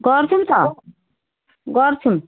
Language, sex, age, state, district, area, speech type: Nepali, female, 60+, West Bengal, Darjeeling, rural, conversation